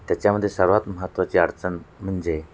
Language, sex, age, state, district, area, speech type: Marathi, male, 45-60, Maharashtra, Nashik, urban, spontaneous